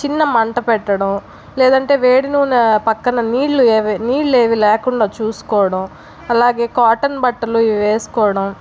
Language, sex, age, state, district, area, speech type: Telugu, female, 30-45, Andhra Pradesh, Palnadu, urban, spontaneous